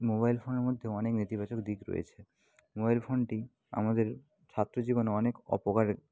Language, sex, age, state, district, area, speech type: Bengali, male, 18-30, West Bengal, Jhargram, rural, spontaneous